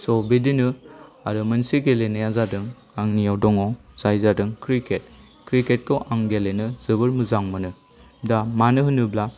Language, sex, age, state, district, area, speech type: Bodo, male, 30-45, Assam, Chirang, rural, spontaneous